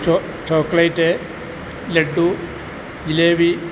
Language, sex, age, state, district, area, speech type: Malayalam, male, 60+, Kerala, Kottayam, urban, spontaneous